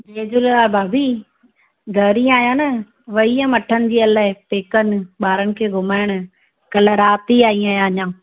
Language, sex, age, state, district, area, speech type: Sindhi, female, 30-45, Gujarat, Surat, urban, conversation